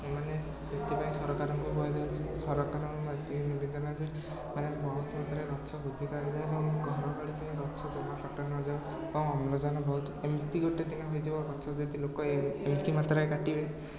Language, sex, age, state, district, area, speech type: Odia, male, 18-30, Odisha, Puri, urban, spontaneous